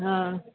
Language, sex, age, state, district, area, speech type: Sindhi, female, 60+, Delhi, South Delhi, urban, conversation